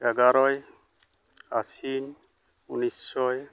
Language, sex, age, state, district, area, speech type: Santali, male, 45-60, West Bengal, Uttar Dinajpur, rural, spontaneous